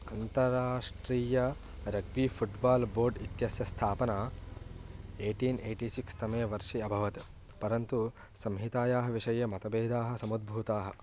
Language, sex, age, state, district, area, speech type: Sanskrit, male, 18-30, Andhra Pradesh, Guntur, urban, read